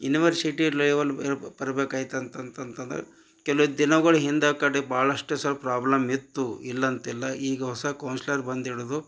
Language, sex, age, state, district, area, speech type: Kannada, male, 45-60, Karnataka, Gulbarga, urban, spontaneous